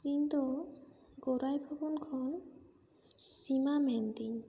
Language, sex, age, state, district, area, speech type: Santali, female, 18-30, West Bengal, Bankura, rural, spontaneous